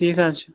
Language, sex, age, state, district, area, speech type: Kashmiri, male, 30-45, Jammu and Kashmir, Baramulla, rural, conversation